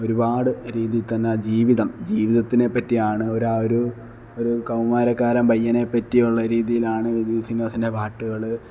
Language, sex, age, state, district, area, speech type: Malayalam, male, 18-30, Kerala, Alappuzha, rural, spontaneous